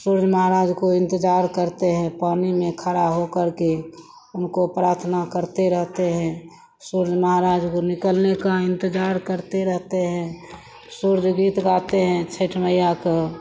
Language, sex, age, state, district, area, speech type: Hindi, female, 45-60, Bihar, Begusarai, rural, spontaneous